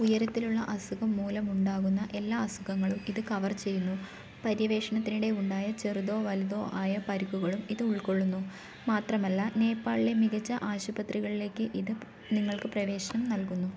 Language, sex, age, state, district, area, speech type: Malayalam, female, 18-30, Kerala, Wayanad, rural, read